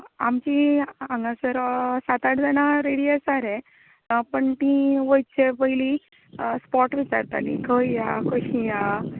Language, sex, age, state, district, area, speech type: Goan Konkani, female, 30-45, Goa, Tiswadi, rural, conversation